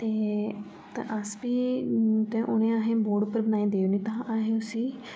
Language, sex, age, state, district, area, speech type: Dogri, female, 18-30, Jammu and Kashmir, Jammu, urban, spontaneous